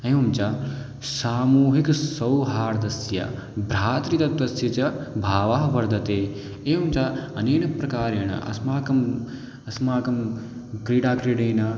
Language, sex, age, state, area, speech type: Sanskrit, male, 18-30, Uttarakhand, rural, spontaneous